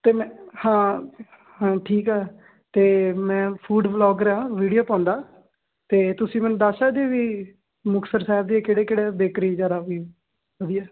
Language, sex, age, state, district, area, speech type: Punjabi, male, 18-30, Punjab, Muktsar, urban, conversation